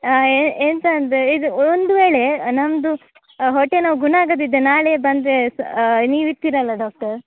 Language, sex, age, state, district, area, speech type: Kannada, female, 18-30, Karnataka, Udupi, urban, conversation